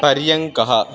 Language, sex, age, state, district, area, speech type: Sanskrit, male, 18-30, Tamil Nadu, Viluppuram, rural, read